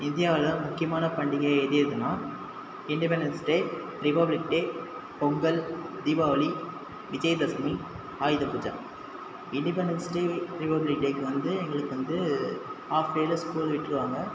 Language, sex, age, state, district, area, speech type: Tamil, male, 18-30, Tamil Nadu, Viluppuram, urban, spontaneous